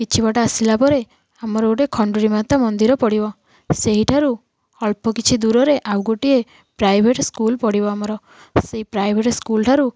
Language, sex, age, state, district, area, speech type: Odia, female, 18-30, Odisha, Kendujhar, urban, spontaneous